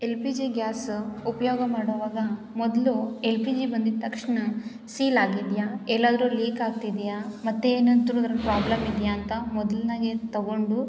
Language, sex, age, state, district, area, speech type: Kannada, female, 18-30, Karnataka, Chikkaballapur, rural, spontaneous